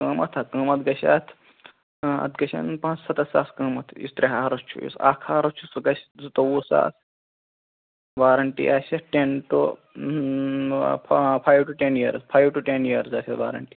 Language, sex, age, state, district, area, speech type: Kashmiri, male, 45-60, Jammu and Kashmir, Shopian, urban, conversation